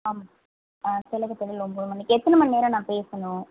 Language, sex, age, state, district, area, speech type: Tamil, female, 45-60, Tamil Nadu, Pudukkottai, urban, conversation